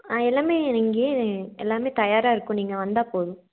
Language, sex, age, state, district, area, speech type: Tamil, female, 18-30, Tamil Nadu, Nilgiris, rural, conversation